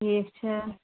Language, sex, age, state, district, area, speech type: Kashmiri, female, 18-30, Jammu and Kashmir, Kulgam, rural, conversation